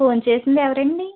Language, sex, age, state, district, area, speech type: Telugu, female, 45-60, Andhra Pradesh, West Godavari, rural, conversation